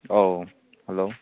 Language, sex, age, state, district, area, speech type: Manipuri, male, 30-45, Manipur, Chandel, rural, conversation